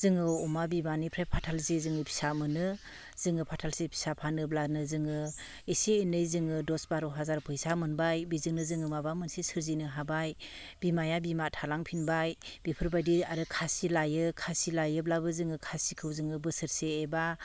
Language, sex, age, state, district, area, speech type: Bodo, female, 30-45, Assam, Chirang, rural, spontaneous